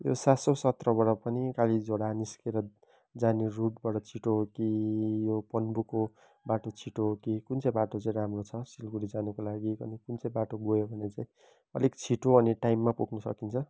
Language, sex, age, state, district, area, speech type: Nepali, male, 30-45, West Bengal, Kalimpong, rural, spontaneous